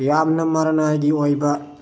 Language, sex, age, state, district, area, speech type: Manipuri, male, 30-45, Manipur, Thoubal, rural, read